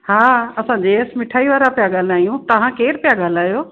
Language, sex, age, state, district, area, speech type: Sindhi, female, 45-60, Gujarat, Kutch, rural, conversation